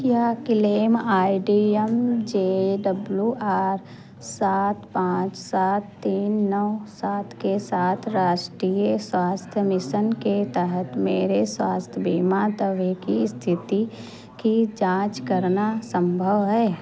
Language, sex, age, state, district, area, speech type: Hindi, female, 45-60, Uttar Pradesh, Ayodhya, rural, read